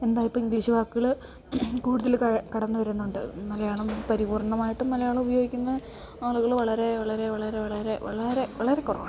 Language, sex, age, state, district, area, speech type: Malayalam, female, 30-45, Kerala, Idukki, rural, spontaneous